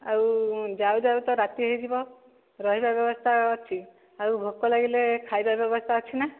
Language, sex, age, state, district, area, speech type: Odia, female, 30-45, Odisha, Dhenkanal, rural, conversation